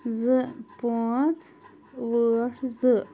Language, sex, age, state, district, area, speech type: Kashmiri, female, 30-45, Jammu and Kashmir, Anantnag, urban, read